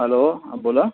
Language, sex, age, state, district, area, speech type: Marathi, male, 45-60, Maharashtra, Mumbai Suburban, urban, conversation